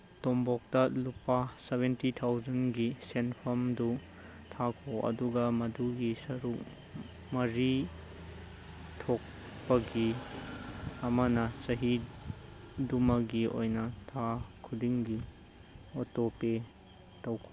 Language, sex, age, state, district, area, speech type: Manipuri, male, 30-45, Manipur, Chandel, rural, read